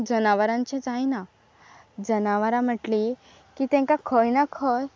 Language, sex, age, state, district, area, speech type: Goan Konkani, female, 18-30, Goa, Pernem, rural, spontaneous